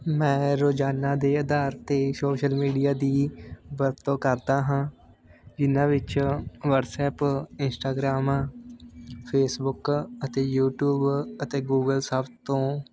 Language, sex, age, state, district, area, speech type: Punjabi, male, 18-30, Punjab, Fatehgarh Sahib, rural, spontaneous